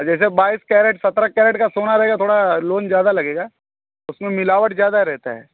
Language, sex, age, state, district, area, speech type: Hindi, male, 30-45, Uttar Pradesh, Mau, rural, conversation